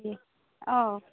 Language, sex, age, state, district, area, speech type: Assamese, female, 45-60, Assam, Goalpara, urban, conversation